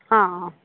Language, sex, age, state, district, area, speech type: Sindhi, female, 18-30, Madhya Pradesh, Katni, rural, conversation